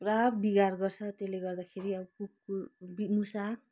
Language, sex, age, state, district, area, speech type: Nepali, female, 30-45, West Bengal, Kalimpong, rural, spontaneous